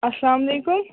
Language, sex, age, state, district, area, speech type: Kashmiri, female, 30-45, Jammu and Kashmir, Shopian, rural, conversation